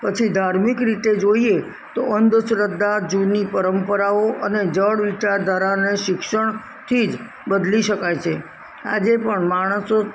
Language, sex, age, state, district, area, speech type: Gujarati, female, 60+, Gujarat, Kheda, rural, spontaneous